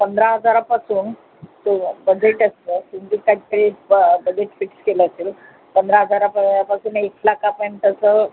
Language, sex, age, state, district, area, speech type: Marathi, female, 45-60, Maharashtra, Mumbai Suburban, urban, conversation